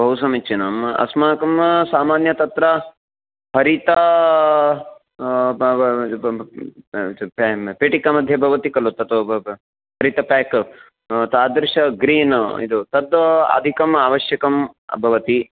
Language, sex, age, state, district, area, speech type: Sanskrit, male, 45-60, Karnataka, Uttara Kannada, urban, conversation